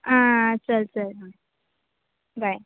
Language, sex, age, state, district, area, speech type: Goan Konkani, female, 18-30, Goa, Bardez, urban, conversation